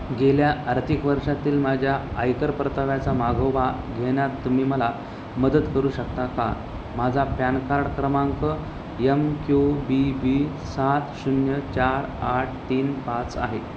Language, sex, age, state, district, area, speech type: Marathi, male, 30-45, Maharashtra, Nanded, urban, read